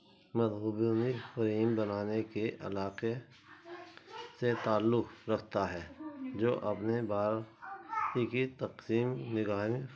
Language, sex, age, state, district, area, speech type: Urdu, male, 60+, Uttar Pradesh, Muzaffarnagar, urban, spontaneous